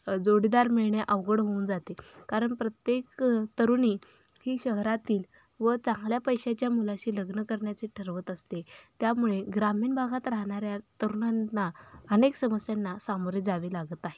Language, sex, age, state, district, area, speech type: Marathi, female, 18-30, Maharashtra, Sangli, rural, spontaneous